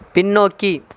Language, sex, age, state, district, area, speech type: Tamil, male, 30-45, Tamil Nadu, Tiruvannamalai, rural, read